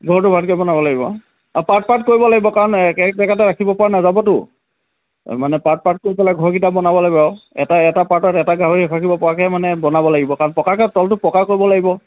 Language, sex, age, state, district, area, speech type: Assamese, male, 45-60, Assam, Lakhimpur, rural, conversation